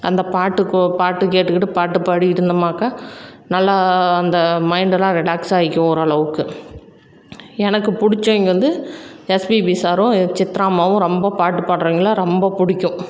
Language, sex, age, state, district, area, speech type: Tamil, female, 45-60, Tamil Nadu, Salem, rural, spontaneous